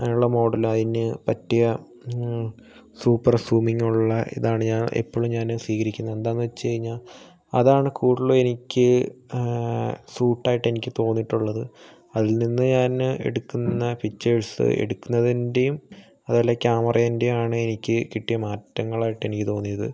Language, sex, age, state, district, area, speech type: Malayalam, male, 18-30, Kerala, Wayanad, rural, spontaneous